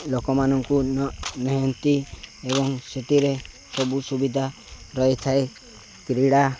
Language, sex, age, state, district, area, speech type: Odia, male, 18-30, Odisha, Nabarangpur, urban, spontaneous